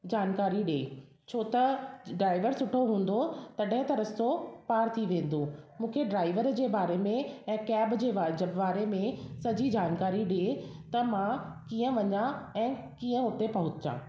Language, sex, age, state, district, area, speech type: Sindhi, female, 30-45, Delhi, South Delhi, urban, spontaneous